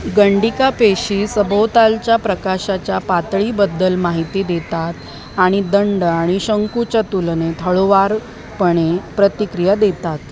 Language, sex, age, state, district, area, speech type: Marathi, female, 30-45, Maharashtra, Mumbai Suburban, urban, read